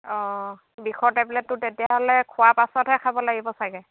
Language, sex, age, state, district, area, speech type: Assamese, female, 60+, Assam, Dhemaji, rural, conversation